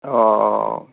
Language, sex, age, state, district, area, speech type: Assamese, male, 18-30, Assam, Golaghat, urban, conversation